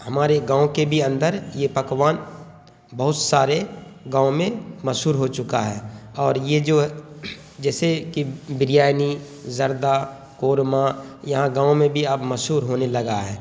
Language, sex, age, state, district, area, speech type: Urdu, male, 30-45, Bihar, Khagaria, rural, spontaneous